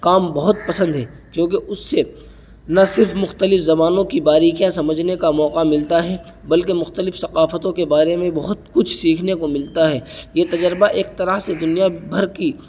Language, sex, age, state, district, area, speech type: Urdu, male, 18-30, Uttar Pradesh, Saharanpur, urban, spontaneous